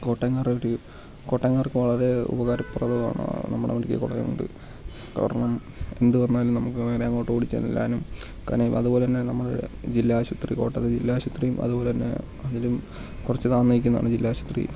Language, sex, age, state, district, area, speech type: Malayalam, male, 18-30, Kerala, Kottayam, rural, spontaneous